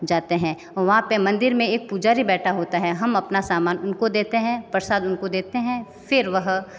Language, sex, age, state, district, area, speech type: Hindi, female, 30-45, Rajasthan, Jodhpur, urban, spontaneous